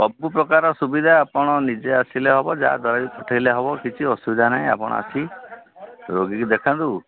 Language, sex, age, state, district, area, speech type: Odia, male, 45-60, Odisha, Sambalpur, rural, conversation